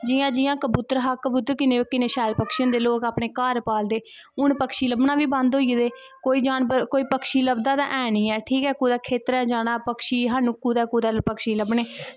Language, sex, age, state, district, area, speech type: Dogri, female, 18-30, Jammu and Kashmir, Kathua, rural, spontaneous